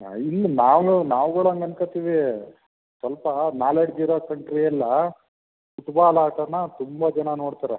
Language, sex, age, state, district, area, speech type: Kannada, male, 30-45, Karnataka, Mandya, rural, conversation